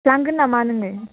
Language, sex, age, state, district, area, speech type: Bodo, female, 45-60, Assam, Chirang, rural, conversation